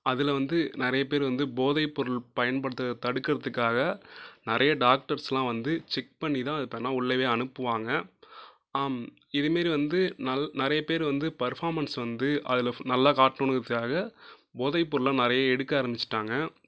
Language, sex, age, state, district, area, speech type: Tamil, male, 18-30, Tamil Nadu, Nagapattinam, urban, spontaneous